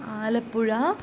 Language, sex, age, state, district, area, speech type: Sanskrit, female, 18-30, Kerala, Thrissur, rural, spontaneous